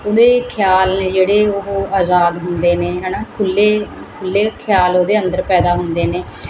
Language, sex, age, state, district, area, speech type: Punjabi, female, 30-45, Punjab, Mansa, urban, spontaneous